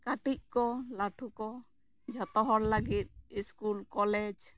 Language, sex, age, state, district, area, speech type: Santali, female, 30-45, West Bengal, Bankura, rural, spontaneous